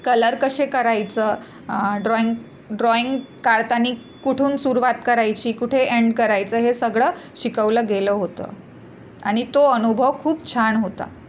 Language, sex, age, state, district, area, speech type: Marathi, female, 30-45, Maharashtra, Nagpur, urban, spontaneous